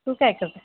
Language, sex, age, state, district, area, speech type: Marathi, female, 30-45, Maharashtra, Nagpur, urban, conversation